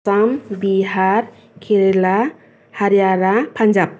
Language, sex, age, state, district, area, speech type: Bodo, female, 30-45, Assam, Kokrajhar, urban, spontaneous